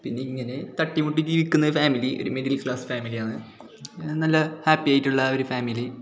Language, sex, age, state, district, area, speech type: Malayalam, male, 18-30, Kerala, Kasaragod, rural, spontaneous